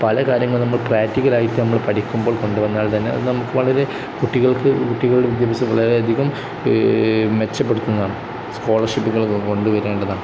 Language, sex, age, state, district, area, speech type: Malayalam, male, 18-30, Kerala, Kozhikode, rural, spontaneous